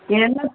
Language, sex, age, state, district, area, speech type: Tamil, female, 18-30, Tamil Nadu, Chennai, urban, conversation